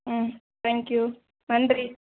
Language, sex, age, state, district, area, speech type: Tamil, female, 18-30, Tamil Nadu, Tiruvallur, urban, conversation